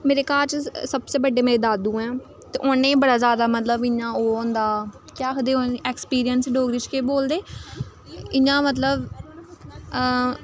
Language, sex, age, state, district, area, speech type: Dogri, female, 18-30, Jammu and Kashmir, Samba, rural, spontaneous